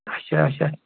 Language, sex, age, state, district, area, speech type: Kashmiri, male, 45-60, Jammu and Kashmir, Ganderbal, rural, conversation